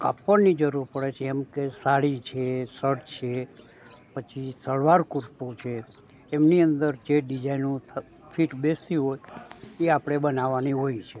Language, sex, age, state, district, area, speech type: Gujarati, male, 60+, Gujarat, Rajkot, urban, spontaneous